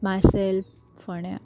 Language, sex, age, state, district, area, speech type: Goan Konkani, female, 18-30, Goa, Ponda, rural, spontaneous